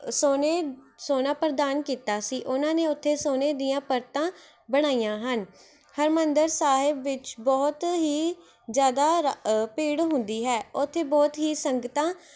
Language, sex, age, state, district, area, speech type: Punjabi, female, 18-30, Punjab, Mohali, urban, spontaneous